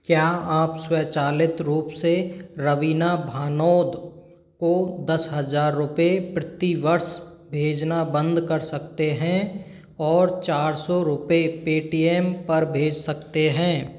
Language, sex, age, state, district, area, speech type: Hindi, male, 30-45, Rajasthan, Karauli, rural, read